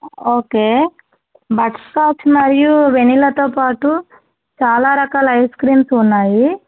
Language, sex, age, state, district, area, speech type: Telugu, female, 18-30, Andhra Pradesh, Krishna, urban, conversation